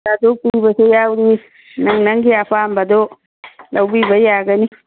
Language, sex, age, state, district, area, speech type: Manipuri, female, 60+, Manipur, Churachandpur, urban, conversation